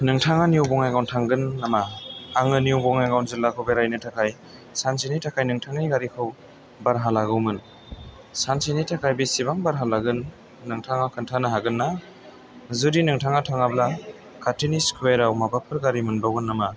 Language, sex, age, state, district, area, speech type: Bodo, male, 18-30, Assam, Chirang, urban, spontaneous